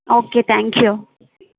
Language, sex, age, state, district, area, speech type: Telugu, female, 18-30, Andhra Pradesh, Sri Balaji, rural, conversation